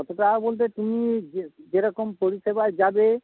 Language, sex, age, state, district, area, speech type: Bengali, male, 45-60, West Bengal, Dakshin Dinajpur, rural, conversation